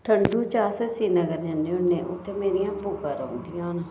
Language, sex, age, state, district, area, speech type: Dogri, female, 30-45, Jammu and Kashmir, Reasi, rural, spontaneous